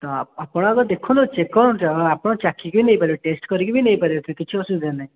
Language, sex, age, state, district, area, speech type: Odia, male, 18-30, Odisha, Khordha, rural, conversation